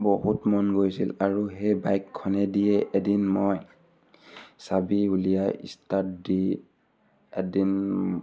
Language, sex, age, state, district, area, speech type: Assamese, male, 18-30, Assam, Sivasagar, rural, spontaneous